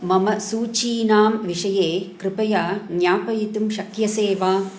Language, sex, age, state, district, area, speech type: Sanskrit, female, 45-60, Tamil Nadu, Coimbatore, urban, read